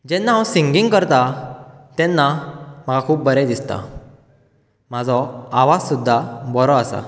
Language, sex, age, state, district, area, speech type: Goan Konkani, male, 18-30, Goa, Bardez, urban, spontaneous